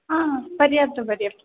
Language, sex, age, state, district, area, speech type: Sanskrit, female, 18-30, Kerala, Thrissur, urban, conversation